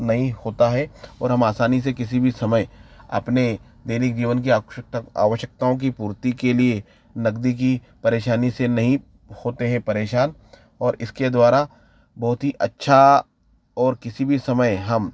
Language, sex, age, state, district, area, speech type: Hindi, male, 30-45, Madhya Pradesh, Ujjain, urban, spontaneous